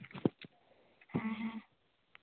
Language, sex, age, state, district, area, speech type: Santali, female, 18-30, West Bengal, Bankura, rural, conversation